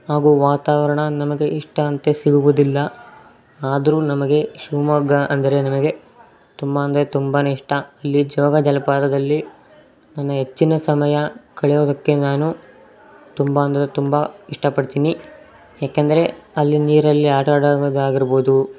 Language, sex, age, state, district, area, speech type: Kannada, male, 18-30, Karnataka, Davanagere, rural, spontaneous